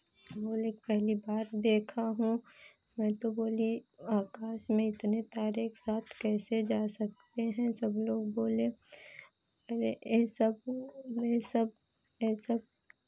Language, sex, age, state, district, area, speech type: Hindi, female, 18-30, Uttar Pradesh, Pratapgarh, urban, spontaneous